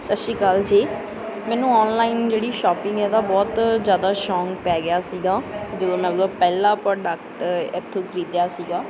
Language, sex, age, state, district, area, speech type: Punjabi, female, 18-30, Punjab, Bathinda, rural, spontaneous